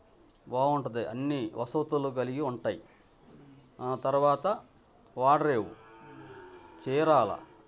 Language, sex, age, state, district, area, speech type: Telugu, male, 60+, Andhra Pradesh, Bapatla, urban, spontaneous